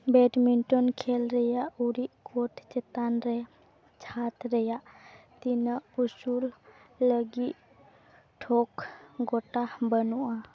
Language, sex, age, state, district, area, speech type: Santali, female, 18-30, West Bengal, Dakshin Dinajpur, rural, read